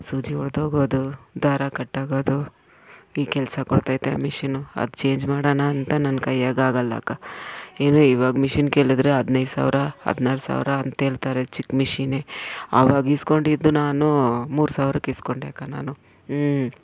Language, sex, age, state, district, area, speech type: Kannada, female, 45-60, Karnataka, Bangalore Rural, rural, spontaneous